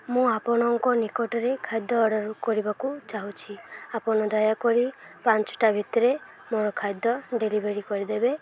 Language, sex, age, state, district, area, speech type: Odia, female, 18-30, Odisha, Malkangiri, urban, spontaneous